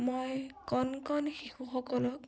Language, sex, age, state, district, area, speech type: Assamese, male, 18-30, Assam, Sonitpur, rural, spontaneous